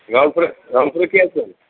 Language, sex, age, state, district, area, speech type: Bengali, male, 45-60, West Bengal, Paschim Bardhaman, urban, conversation